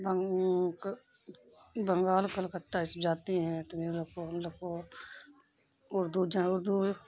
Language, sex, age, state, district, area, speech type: Urdu, female, 30-45, Bihar, Khagaria, rural, spontaneous